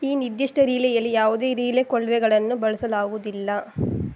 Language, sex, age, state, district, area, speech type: Kannada, female, 18-30, Karnataka, Kolar, rural, read